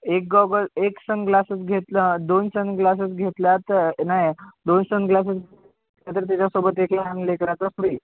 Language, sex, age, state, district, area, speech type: Marathi, male, 18-30, Maharashtra, Nanded, rural, conversation